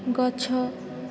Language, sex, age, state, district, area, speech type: Odia, female, 18-30, Odisha, Rayagada, rural, read